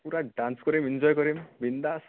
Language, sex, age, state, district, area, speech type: Assamese, male, 18-30, Assam, Barpeta, rural, conversation